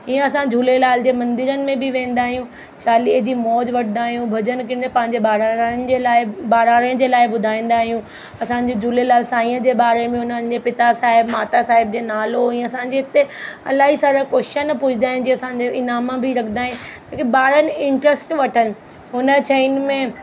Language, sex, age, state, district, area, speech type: Sindhi, female, 30-45, Delhi, South Delhi, urban, spontaneous